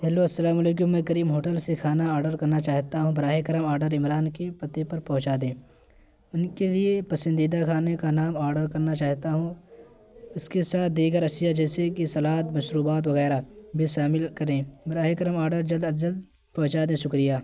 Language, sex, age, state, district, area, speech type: Urdu, male, 18-30, Uttar Pradesh, Balrampur, rural, spontaneous